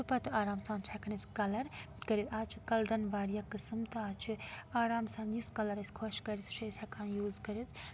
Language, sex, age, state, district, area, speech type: Kashmiri, female, 18-30, Jammu and Kashmir, Srinagar, rural, spontaneous